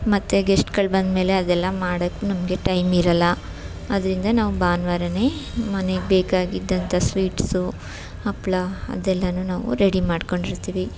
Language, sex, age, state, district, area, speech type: Kannada, female, 30-45, Karnataka, Chamarajanagar, rural, spontaneous